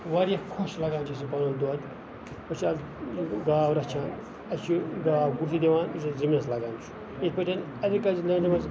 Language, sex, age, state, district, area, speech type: Kashmiri, male, 45-60, Jammu and Kashmir, Ganderbal, rural, spontaneous